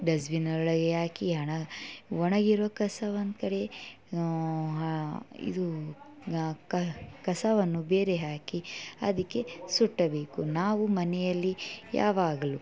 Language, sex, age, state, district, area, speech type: Kannada, female, 18-30, Karnataka, Mysore, rural, spontaneous